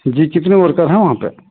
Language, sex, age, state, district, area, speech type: Hindi, male, 60+, Uttar Pradesh, Ayodhya, rural, conversation